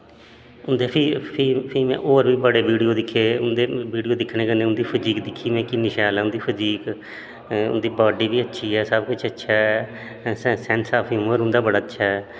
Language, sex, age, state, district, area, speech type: Dogri, male, 30-45, Jammu and Kashmir, Udhampur, urban, spontaneous